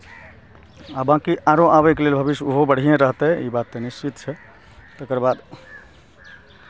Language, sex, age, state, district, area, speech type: Maithili, male, 45-60, Bihar, Araria, urban, spontaneous